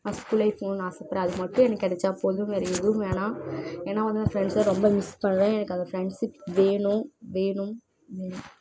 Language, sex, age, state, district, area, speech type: Tamil, female, 18-30, Tamil Nadu, Namakkal, rural, spontaneous